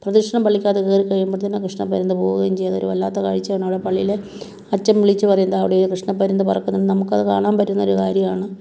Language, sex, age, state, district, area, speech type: Malayalam, female, 45-60, Kerala, Kottayam, rural, spontaneous